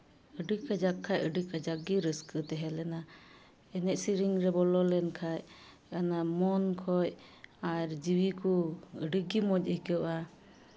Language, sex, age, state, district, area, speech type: Santali, female, 30-45, West Bengal, Malda, rural, spontaneous